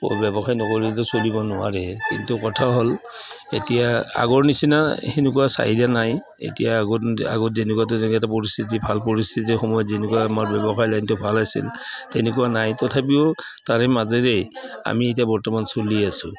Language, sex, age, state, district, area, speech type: Assamese, male, 60+, Assam, Udalguri, rural, spontaneous